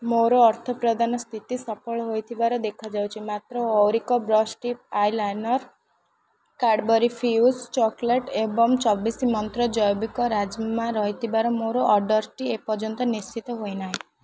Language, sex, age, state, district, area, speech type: Odia, female, 18-30, Odisha, Ganjam, urban, read